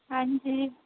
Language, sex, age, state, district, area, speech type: Punjabi, female, 30-45, Punjab, Gurdaspur, rural, conversation